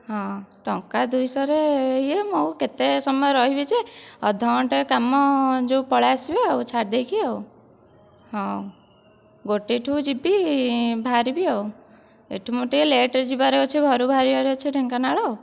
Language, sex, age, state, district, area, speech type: Odia, female, 30-45, Odisha, Dhenkanal, rural, spontaneous